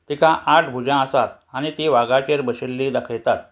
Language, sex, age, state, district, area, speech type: Goan Konkani, male, 60+, Goa, Ponda, rural, read